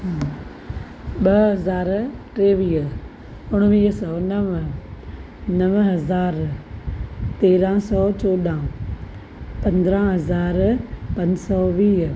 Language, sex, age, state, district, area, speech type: Sindhi, female, 45-60, Maharashtra, Thane, urban, spontaneous